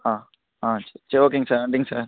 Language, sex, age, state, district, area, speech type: Tamil, male, 18-30, Tamil Nadu, Tiruchirappalli, rural, conversation